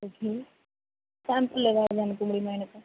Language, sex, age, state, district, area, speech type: Tamil, female, 18-30, Tamil Nadu, Sivaganga, rural, conversation